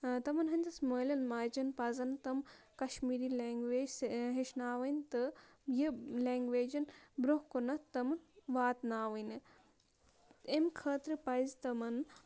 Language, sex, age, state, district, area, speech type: Kashmiri, female, 18-30, Jammu and Kashmir, Bandipora, rural, spontaneous